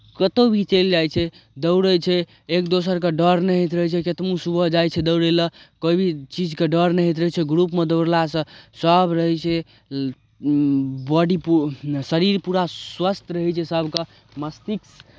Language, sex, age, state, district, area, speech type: Maithili, male, 18-30, Bihar, Darbhanga, rural, spontaneous